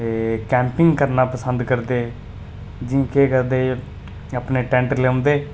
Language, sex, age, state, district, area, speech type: Dogri, male, 30-45, Jammu and Kashmir, Udhampur, rural, spontaneous